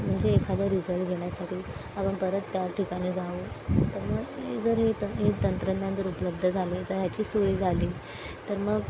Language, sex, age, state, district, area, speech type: Marathi, female, 18-30, Maharashtra, Mumbai Suburban, urban, spontaneous